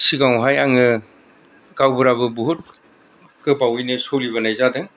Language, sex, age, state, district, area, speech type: Bodo, male, 60+, Assam, Kokrajhar, rural, spontaneous